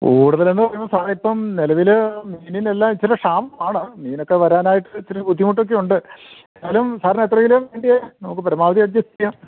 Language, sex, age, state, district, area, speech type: Malayalam, male, 45-60, Kerala, Idukki, rural, conversation